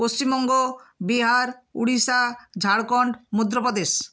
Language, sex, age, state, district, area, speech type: Bengali, female, 60+, West Bengal, Nadia, rural, spontaneous